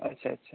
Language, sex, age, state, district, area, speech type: Odia, male, 45-60, Odisha, Sundergarh, rural, conversation